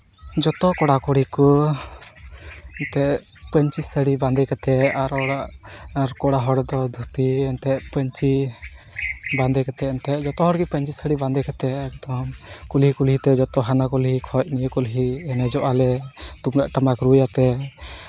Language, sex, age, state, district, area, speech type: Santali, male, 18-30, West Bengal, Uttar Dinajpur, rural, spontaneous